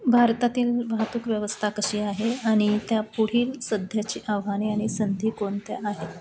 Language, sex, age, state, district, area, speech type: Marathi, female, 30-45, Maharashtra, Nashik, urban, spontaneous